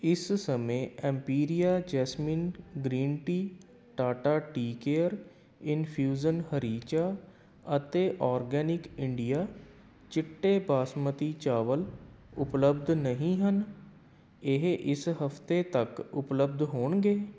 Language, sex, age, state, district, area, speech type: Punjabi, male, 30-45, Punjab, Kapurthala, urban, read